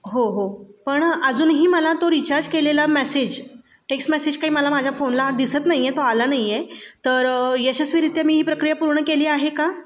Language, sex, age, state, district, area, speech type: Marathi, female, 30-45, Maharashtra, Satara, urban, spontaneous